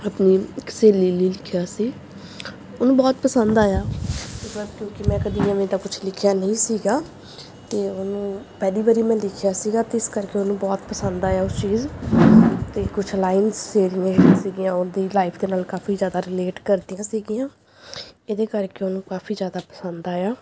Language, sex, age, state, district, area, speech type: Punjabi, female, 18-30, Punjab, Gurdaspur, urban, spontaneous